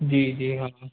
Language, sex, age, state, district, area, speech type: Sindhi, male, 30-45, Maharashtra, Mumbai Suburban, urban, conversation